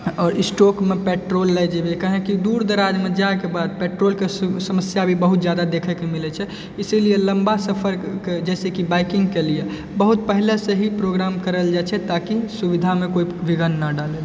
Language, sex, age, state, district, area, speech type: Maithili, male, 18-30, Bihar, Purnia, urban, spontaneous